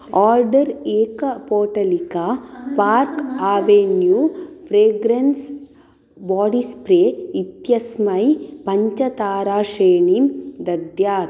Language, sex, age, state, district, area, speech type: Sanskrit, female, 30-45, Karnataka, Dakshina Kannada, rural, read